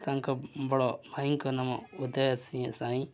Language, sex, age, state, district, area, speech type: Odia, male, 45-60, Odisha, Nuapada, rural, spontaneous